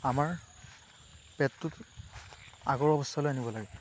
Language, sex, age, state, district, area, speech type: Assamese, male, 18-30, Assam, Lakhimpur, rural, spontaneous